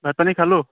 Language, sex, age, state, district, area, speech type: Assamese, male, 30-45, Assam, Lakhimpur, rural, conversation